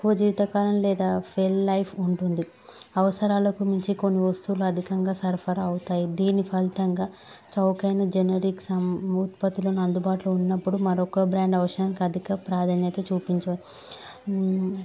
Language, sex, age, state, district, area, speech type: Telugu, female, 30-45, Telangana, Medchal, urban, spontaneous